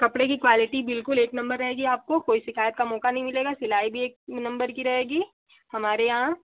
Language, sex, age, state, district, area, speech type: Hindi, female, 18-30, Uttar Pradesh, Chandauli, rural, conversation